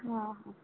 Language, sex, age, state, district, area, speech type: Odia, female, 18-30, Odisha, Rayagada, rural, conversation